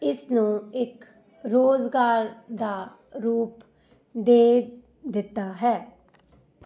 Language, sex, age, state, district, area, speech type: Punjabi, female, 45-60, Punjab, Jalandhar, urban, spontaneous